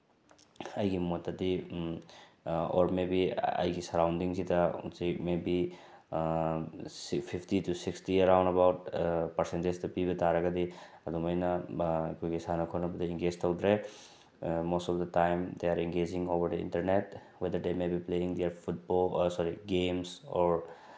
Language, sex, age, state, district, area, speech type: Manipuri, male, 30-45, Manipur, Tengnoupal, rural, spontaneous